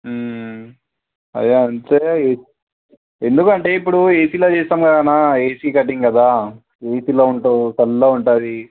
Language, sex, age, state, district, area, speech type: Telugu, male, 18-30, Telangana, Ranga Reddy, urban, conversation